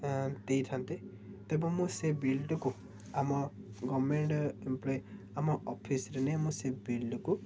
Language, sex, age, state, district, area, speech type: Odia, male, 18-30, Odisha, Ganjam, urban, spontaneous